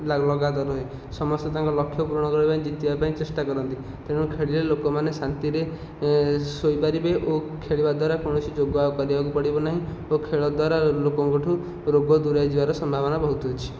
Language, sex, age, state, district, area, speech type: Odia, male, 18-30, Odisha, Nayagarh, rural, spontaneous